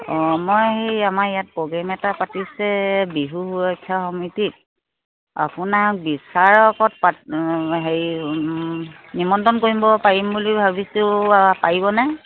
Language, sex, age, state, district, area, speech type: Assamese, female, 60+, Assam, Dibrugarh, urban, conversation